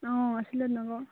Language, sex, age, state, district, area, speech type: Assamese, female, 30-45, Assam, Charaideo, rural, conversation